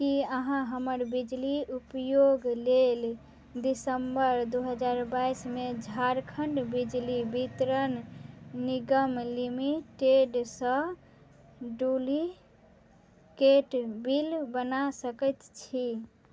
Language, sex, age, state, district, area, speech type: Maithili, female, 18-30, Bihar, Madhubani, rural, read